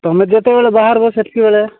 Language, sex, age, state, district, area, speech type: Odia, male, 45-60, Odisha, Nabarangpur, rural, conversation